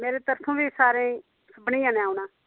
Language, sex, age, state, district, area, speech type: Dogri, female, 60+, Jammu and Kashmir, Udhampur, rural, conversation